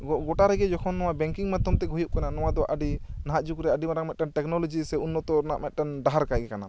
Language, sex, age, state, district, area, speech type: Santali, male, 30-45, West Bengal, Bankura, rural, spontaneous